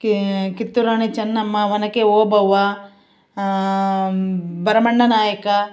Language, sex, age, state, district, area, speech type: Kannada, female, 45-60, Karnataka, Chitradurga, urban, spontaneous